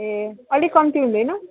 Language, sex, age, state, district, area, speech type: Nepali, female, 30-45, West Bengal, Alipurduar, urban, conversation